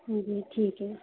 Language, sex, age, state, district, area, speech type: Urdu, female, 18-30, Uttar Pradesh, Gautam Buddha Nagar, urban, conversation